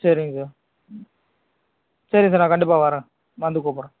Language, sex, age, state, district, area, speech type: Tamil, male, 45-60, Tamil Nadu, Dharmapuri, rural, conversation